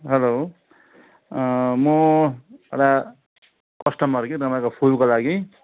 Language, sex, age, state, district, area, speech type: Nepali, male, 60+, West Bengal, Kalimpong, rural, conversation